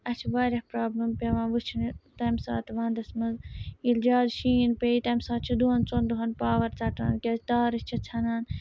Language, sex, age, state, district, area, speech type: Kashmiri, female, 30-45, Jammu and Kashmir, Srinagar, urban, spontaneous